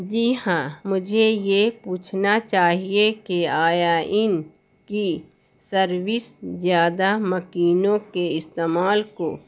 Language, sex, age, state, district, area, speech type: Urdu, female, 60+, Bihar, Gaya, urban, spontaneous